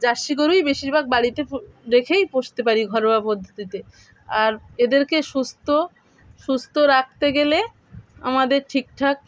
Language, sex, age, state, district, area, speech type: Bengali, female, 30-45, West Bengal, Dakshin Dinajpur, urban, spontaneous